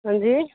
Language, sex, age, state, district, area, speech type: Dogri, female, 45-60, Jammu and Kashmir, Reasi, rural, conversation